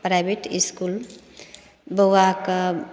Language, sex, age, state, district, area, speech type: Maithili, female, 30-45, Bihar, Begusarai, rural, spontaneous